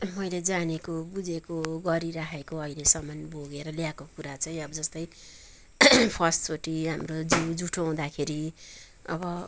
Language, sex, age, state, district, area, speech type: Nepali, female, 45-60, West Bengal, Kalimpong, rural, spontaneous